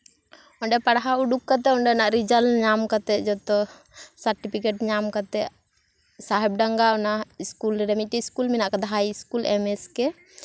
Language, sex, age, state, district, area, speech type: Santali, female, 18-30, West Bengal, Purba Bardhaman, rural, spontaneous